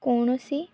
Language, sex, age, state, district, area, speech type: Odia, female, 18-30, Odisha, Kendrapara, urban, spontaneous